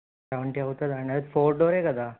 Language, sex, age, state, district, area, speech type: Telugu, male, 45-60, Andhra Pradesh, Eluru, rural, conversation